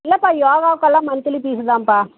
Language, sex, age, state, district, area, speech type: Tamil, female, 45-60, Tamil Nadu, Dharmapuri, rural, conversation